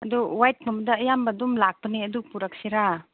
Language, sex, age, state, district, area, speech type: Manipuri, female, 45-60, Manipur, Chandel, rural, conversation